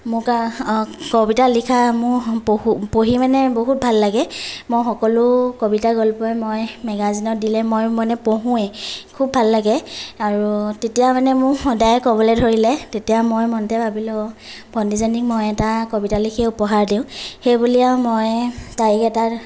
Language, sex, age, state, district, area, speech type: Assamese, female, 18-30, Assam, Lakhimpur, rural, spontaneous